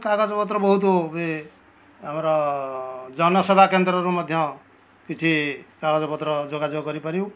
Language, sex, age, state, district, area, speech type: Odia, male, 60+, Odisha, Kendujhar, urban, spontaneous